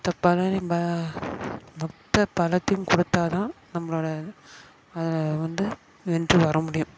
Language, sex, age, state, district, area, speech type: Tamil, female, 30-45, Tamil Nadu, Chennai, urban, spontaneous